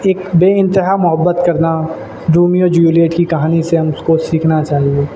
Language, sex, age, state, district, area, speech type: Urdu, male, 18-30, Uttar Pradesh, Shahjahanpur, urban, spontaneous